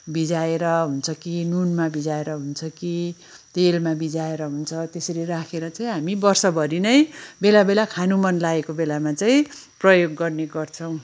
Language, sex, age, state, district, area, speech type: Nepali, female, 45-60, West Bengal, Kalimpong, rural, spontaneous